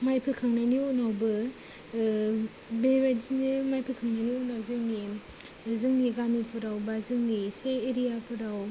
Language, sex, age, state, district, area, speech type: Bodo, female, 18-30, Assam, Kokrajhar, rural, spontaneous